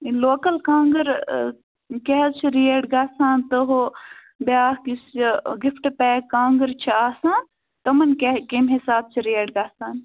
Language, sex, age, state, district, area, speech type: Kashmiri, female, 18-30, Jammu and Kashmir, Bandipora, rural, conversation